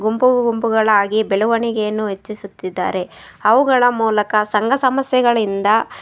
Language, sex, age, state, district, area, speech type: Kannada, female, 18-30, Karnataka, Chikkaballapur, rural, spontaneous